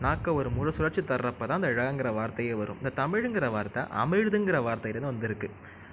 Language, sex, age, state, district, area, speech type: Tamil, male, 18-30, Tamil Nadu, Nagapattinam, rural, spontaneous